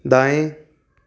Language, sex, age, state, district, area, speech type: Hindi, male, 30-45, Madhya Pradesh, Ujjain, urban, read